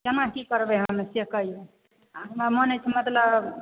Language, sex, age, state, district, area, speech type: Maithili, female, 30-45, Bihar, Supaul, rural, conversation